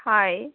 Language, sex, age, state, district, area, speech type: Assamese, female, 18-30, Assam, Kamrup Metropolitan, urban, conversation